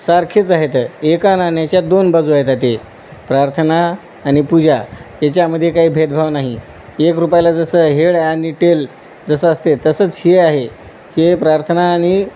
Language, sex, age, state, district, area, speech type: Marathi, male, 45-60, Maharashtra, Nanded, rural, spontaneous